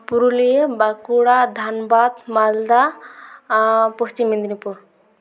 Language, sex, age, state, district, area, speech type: Santali, female, 18-30, West Bengal, Purulia, rural, spontaneous